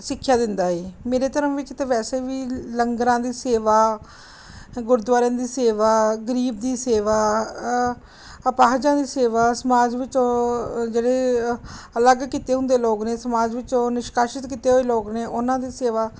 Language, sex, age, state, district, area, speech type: Punjabi, female, 30-45, Punjab, Gurdaspur, rural, spontaneous